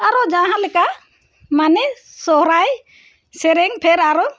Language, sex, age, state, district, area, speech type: Santali, female, 60+, Jharkhand, Bokaro, rural, spontaneous